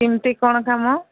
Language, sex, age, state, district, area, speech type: Odia, female, 45-60, Odisha, Angul, rural, conversation